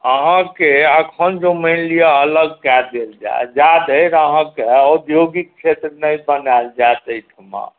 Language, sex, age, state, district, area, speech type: Maithili, male, 60+, Bihar, Saharsa, rural, conversation